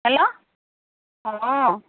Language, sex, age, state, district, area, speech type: Assamese, female, 45-60, Assam, Lakhimpur, rural, conversation